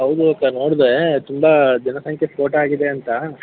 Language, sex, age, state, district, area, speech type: Kannada, male, 18-30, Karnataka, Mandya, rural, conversation